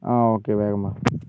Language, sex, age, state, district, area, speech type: Malayalam, male, 60+, Kerala, Wayanad, rural, spontaneous